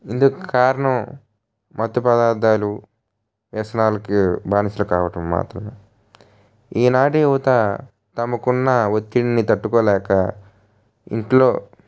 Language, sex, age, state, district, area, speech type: Telugu, male, 18-30, Andhra Pradesh, N T Rama Rao, urban, spontaneous